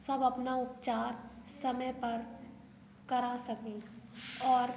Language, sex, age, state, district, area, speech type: Hindi, female, 18-30, Madhya Pradesh, Hoshangabad, urban, spontaneous